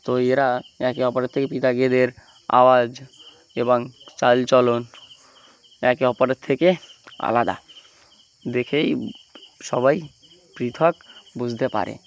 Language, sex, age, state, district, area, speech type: Bengali, male, 18-30, West Bengal, Uttar Dinajpur, urban, spontaneous